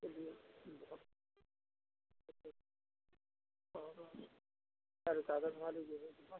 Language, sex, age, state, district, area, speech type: Hindi, male, 60+, Uttar Pradesh, Sitapur, rural, conversation